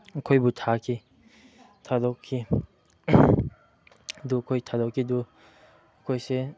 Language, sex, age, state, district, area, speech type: Manipuri, male, 18-30, Manipur, Chandel, rural, spontaneous